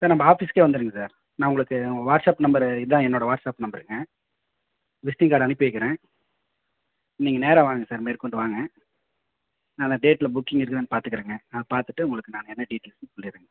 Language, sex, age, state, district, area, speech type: Tamil, male, 30-45, Tamil Nadu, Virudhunagar, rural, conversation